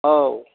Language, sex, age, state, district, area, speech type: Bodo, male, 60+, Assam, Chirang, rural, conversation